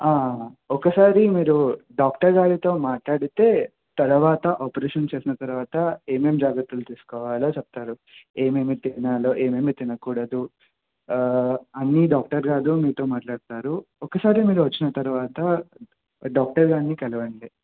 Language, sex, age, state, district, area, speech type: Telugu, male, 18-30, Telangana, Mahabubabad, urban, conversation